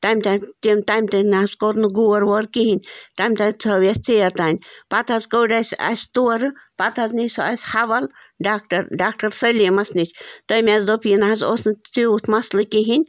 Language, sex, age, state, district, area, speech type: Kashmiri, female, 18-30, Jammu and Kashmir, Bandipora, rural, spontaneous